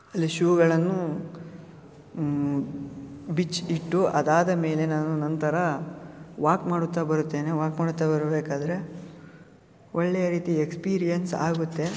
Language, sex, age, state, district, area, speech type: Kannada, male, 18-30, Karnataka, Shimoga, rural, spontaneous